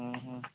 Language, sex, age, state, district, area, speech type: Odia, male, 18-30, Odisha, Nuapada, urban, conversation